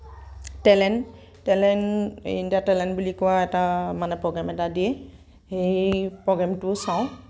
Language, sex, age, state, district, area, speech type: Assamese, female, 18-30, Assam, Nagaon, rural, spontaneous